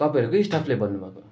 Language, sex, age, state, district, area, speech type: Nepali, male, 18-30, West Bengal, Darjeeling, rural, spontaneous